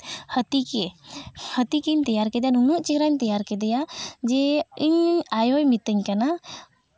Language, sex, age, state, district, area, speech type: Santali, female, 18-30, Jharkhand, East Singhbhum, rural, spontaneous